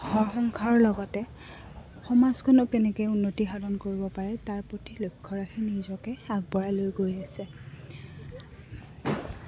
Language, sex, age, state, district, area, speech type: Assamese, female, 18-30, Assam, Goalpara, urban, spontaneous